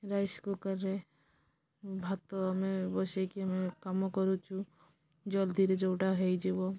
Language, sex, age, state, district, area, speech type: Odia, female, 30-45, Odisha, Malkangiri, urban, spontaneous